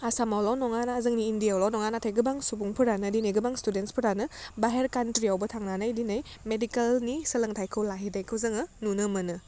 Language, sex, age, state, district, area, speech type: Bodo, female, 30-45, Assam, Udalguri, urban, spontaneous